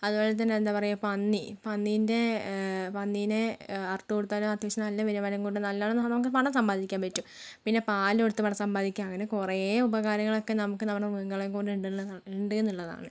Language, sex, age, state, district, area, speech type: Malayalam, female, 45-60, Kerala, Wayanad, rural, spontaneous